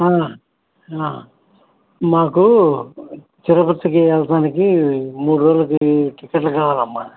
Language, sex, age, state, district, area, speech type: Telugu, male, 60+, Andhra Pradesh, N T Rama Rao, urban, conversation